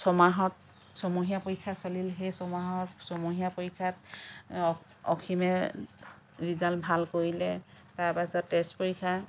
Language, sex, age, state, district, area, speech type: Assamese, female, 45-60, Assam, Lakhimpur, rural, spontaneous